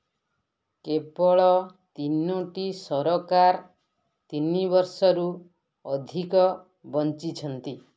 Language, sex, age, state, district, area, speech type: Odia, female, 45-60, Odisha, Balasore, rural, read